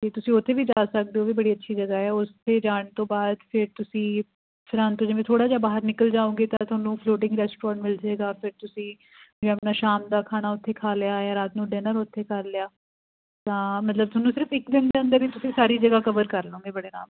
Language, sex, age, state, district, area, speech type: Punjabi, female, 18-30, Punjab, Fatehgarh Sahib, urban, conversation